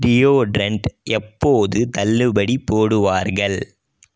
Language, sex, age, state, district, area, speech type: Tamil, male, 18-30, Tamil Nadu, Dharmapuri, urban, read